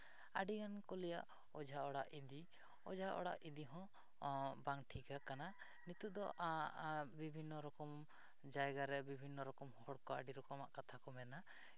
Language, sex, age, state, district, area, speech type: Santali, male, 18-30, West Bengal, Jhargram, rural, spontaneous